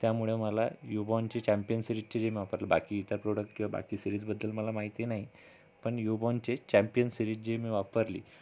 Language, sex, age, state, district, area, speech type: Marathi, male, 30-45, Maharashtra, Amravati, rural, spontaneous